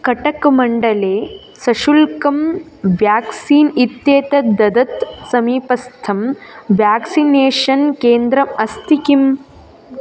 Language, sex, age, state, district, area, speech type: Sanskrit, female, 18-30, Karnataka, Gadag, urban, read